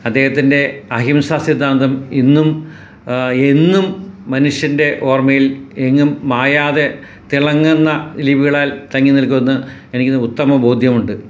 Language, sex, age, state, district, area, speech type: Malayalam, male, 60+, Kerala, Ernakulam, rural, spontaneous